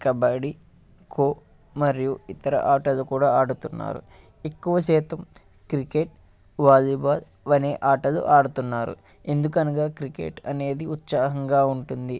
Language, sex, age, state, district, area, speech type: Telugu, male, 18-30, Andhra Pradesh, West Godavari, rural, spontaneous